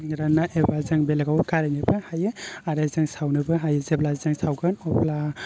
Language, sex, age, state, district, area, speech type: Bodo, male, 18-30, Assam, Baksa, rural, spontaneous